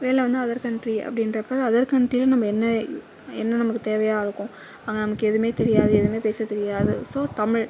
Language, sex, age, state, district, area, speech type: Tamil, female, 18-30, Tamil Nadu, Thanjavur, urban, spontaneous